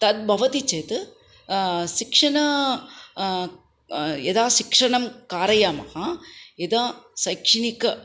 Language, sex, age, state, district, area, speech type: Sanskrit, female, 45-60, Andhra Pradesh, Chittoor, urban, spontaneous